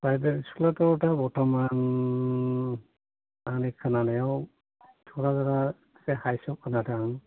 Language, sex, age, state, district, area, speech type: Bodo, male, 60+, Assam, Chirang, rural, conversation